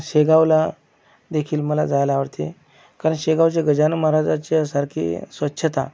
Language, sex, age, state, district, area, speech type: Marathi, male, 45-60, Maharashtra, Akola, rural, spontaneous